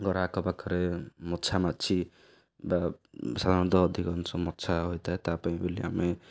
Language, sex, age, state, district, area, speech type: Odia, male, 30-45, Odisha, Ganjam, urban, spontaneous